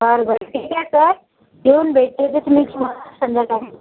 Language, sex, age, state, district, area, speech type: Marathi, female, 18-30, Maharashtra, Jalna, urban, conversation